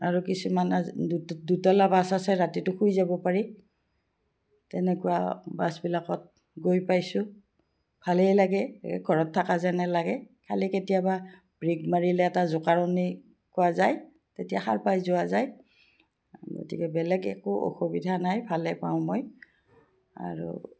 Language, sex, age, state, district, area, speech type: Assamese, female, 60+, Assam, Udalguri, rural, spontaneous